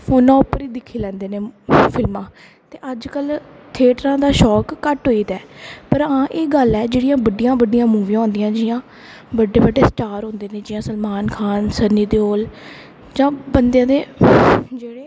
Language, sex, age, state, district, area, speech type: Dogri, female, 18-30, Jammu and Kashmir, Kathua, rural, spontaneous